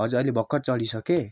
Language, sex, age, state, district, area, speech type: Nepali, male, 18-30, West Bengal, Darjeeling, rural, spontaneous